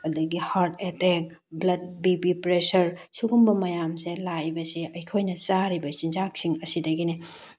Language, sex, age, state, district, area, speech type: Manipuri, female, 18-30, Manipur, Tengnoupal, rural, spontaneous